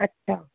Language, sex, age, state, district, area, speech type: Sindhi, female, 18-30, Rajasthan, Ajmer, urban, conversation